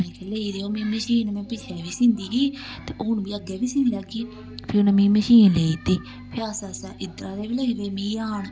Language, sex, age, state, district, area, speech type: Dogri, female, 30-45, Jammu and Kashmir, Samba, rural, spontaneous